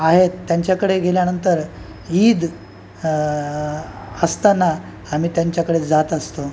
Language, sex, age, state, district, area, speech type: Marathi, male, 45-60, Maharashtra, Nanded, urban, spontaneous